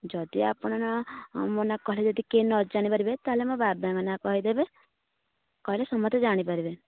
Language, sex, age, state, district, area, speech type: Odia, female, 30-45, Odisha, Nayagarh, rural, conversation